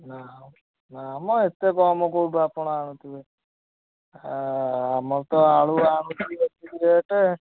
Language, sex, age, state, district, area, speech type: Odia, male, 18-30, Odisha, Kendujhar, urban, conversation